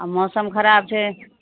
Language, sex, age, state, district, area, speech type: Maithili, female, 30-45, Bihar, Madhepura, rural, conversation